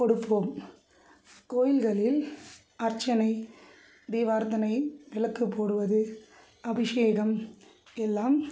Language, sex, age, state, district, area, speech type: Tamil, female, 30-45, Tamil Nadu, Tiruvallur, urban, spontaneous